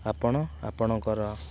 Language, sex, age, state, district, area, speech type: Odia, male, 18-30, Odisha, Kendrapara, urban, spontaneous